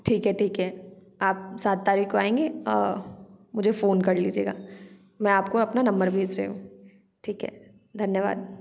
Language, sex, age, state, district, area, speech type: Hindi, female, 18-30, Madhya Pradesh, Gwalior, rural, spontaneous